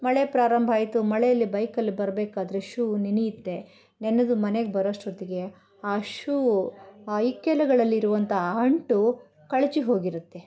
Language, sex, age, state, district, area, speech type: Kannada, female, 60+, Karnataka, Bangalore Rural, rural, spontaneous